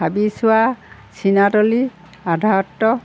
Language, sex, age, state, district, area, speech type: Assamese, female, 60+, Assam, Golaghat, rural, spontaneous